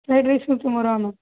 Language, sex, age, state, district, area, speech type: Tamil, female, 18-30, Tamil Nadu, Sivaganga, rural, conversation